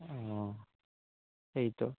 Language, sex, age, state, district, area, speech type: Assamese, male, 18-30, Assam, Barpeta, rural, conversation